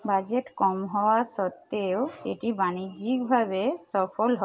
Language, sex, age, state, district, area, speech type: Bengali, female, 60+, West Bengal, Paschim Medinipur, rural, read